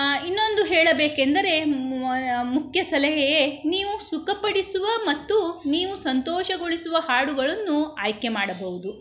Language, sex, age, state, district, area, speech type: Kannada, female, 60+, Karnataka, Shimoga, rural, spontaneous